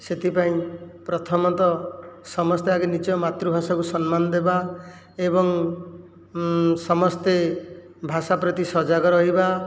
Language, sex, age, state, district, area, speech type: Odia, male, 45-60, Odisha, Jajpur, rural, spontaneous